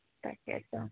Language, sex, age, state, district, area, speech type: Assamese, female, 18-30, Assam, Goalpara, rural, conversation